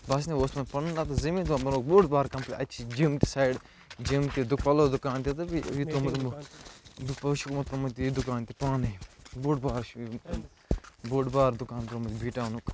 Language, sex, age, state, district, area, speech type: Kashmiri, male, 30-45, Jammu and Kashmir, Bandipora, rural, spontaneous